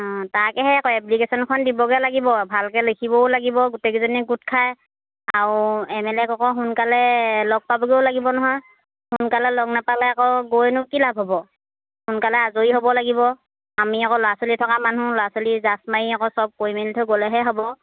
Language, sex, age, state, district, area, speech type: Assamese, female, 30-45, Assam, Lakhimpur, rural, conversation